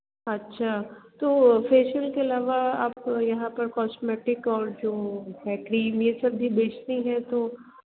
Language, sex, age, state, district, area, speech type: Hindi, female, 30-45, Uttar Pradesh, Varanasi, urban, conversation